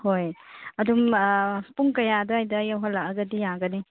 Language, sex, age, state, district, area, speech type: Manipuri, female, 18-30, Manipur, Churachandpur, rural, conversation